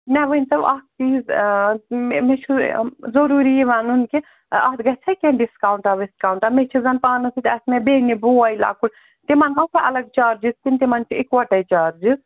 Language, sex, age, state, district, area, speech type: Kashmiri, female, 60+, Jammu and Kashmir, Srinagar, urban, conversation